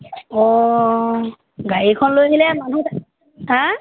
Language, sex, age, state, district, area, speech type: Assamese, female, 30-45, Assam, Golaghat, rural, conversation